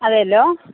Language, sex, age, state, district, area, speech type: Malayalam, female, 45-60, Kerala, Pathanamthitta, rural, conversation